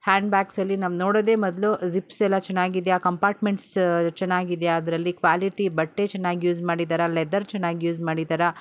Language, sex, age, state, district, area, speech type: Kannada, female, 45-60, Karnataka, Bangalore Urban, rural, spontaneous